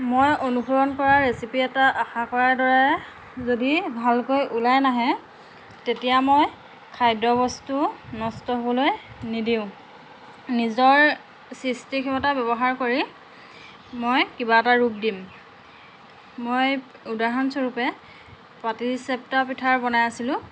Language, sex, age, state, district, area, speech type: Assamese, female, 45-60, Assam, Lakhimpur, rural, spontaneous